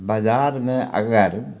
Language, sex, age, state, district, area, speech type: Maithili, male, 60+, Bihar, Samastipur, urban, spontaneous